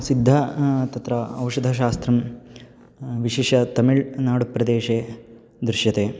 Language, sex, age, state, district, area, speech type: Sanskrit, male, 18-30, Karnataka, Bangalore Urban, urban, spontaneous